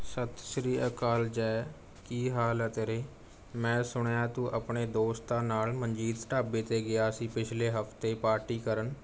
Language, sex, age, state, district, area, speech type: Punjabi, male, 18-30, Punjab, Rupnagar, urban, spontaneous